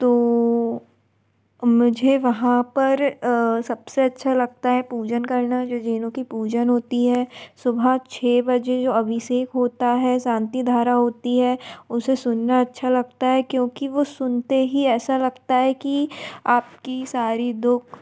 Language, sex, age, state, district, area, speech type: Hindi, female, 30-45, Madhya Pradesh, Bhopal, urban, spontaneous